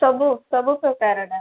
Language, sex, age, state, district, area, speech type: Odia, female, 18-30, Odisha, Sundergarh, urban, conversation